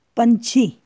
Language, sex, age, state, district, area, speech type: Punjabi, female, 30-45, Punjab, Amritsar, urban, read